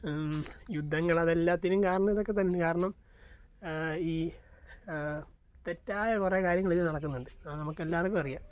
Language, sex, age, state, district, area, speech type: Malayalam, male, 18-30, Kerala, Alappuzha, rural, spontaneous